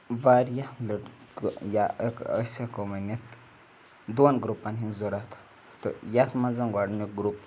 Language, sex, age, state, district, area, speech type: Kashmiri, male, 18-30, Jammu and Kashmir, Ganderbal, rural, spontaneous